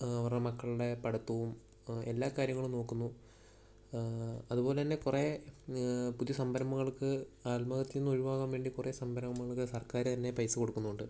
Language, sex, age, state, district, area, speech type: Malayalam, male, 18-30, Kerala, Idukki, rural, spontaneous